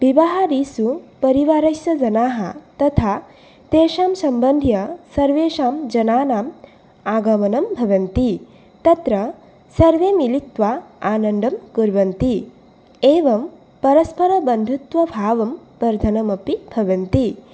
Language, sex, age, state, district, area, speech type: Sanskrit, female, 18-30, Assam, Nalbari, rural, spontaneous